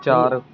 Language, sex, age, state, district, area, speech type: Punjabi, male, 18-30, Punjab, Fatehgarh Sahib, rural, read